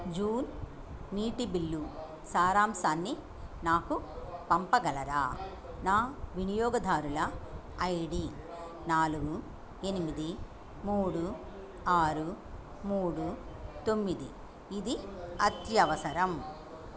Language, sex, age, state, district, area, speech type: Telugu, female, 60+, Andhra Pradesh, Bapatla, urban, read